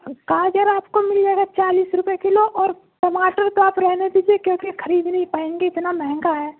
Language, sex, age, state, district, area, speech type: Urdu, male, 30-45, Uttar Pradesh, Gautam Buddha Nagar, rural, conversation